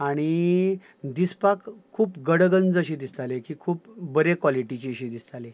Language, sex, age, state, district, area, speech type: Goan Konkani, male, 45-60, Goa, Ponda, rural, spontaneous